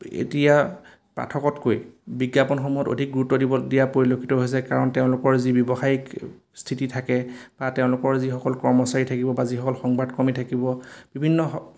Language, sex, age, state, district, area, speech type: Assamese, male, 30-45, Assam, Majuli, urban, spontaneous